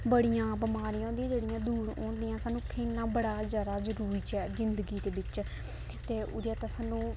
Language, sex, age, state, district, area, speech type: Dogri, female, 18-30, Jammu and Kashmir, Kathua, rural, spontaneous